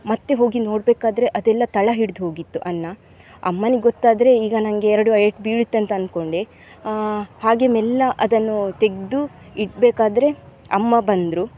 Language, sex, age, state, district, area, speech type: Kannada, female, 18-30, Karnataka, Dakshina Kannada, urban, spontaneous